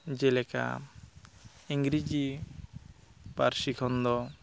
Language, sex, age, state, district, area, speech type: Santali, male, 18-30, West Bengal, Purulia, rural, spontaneous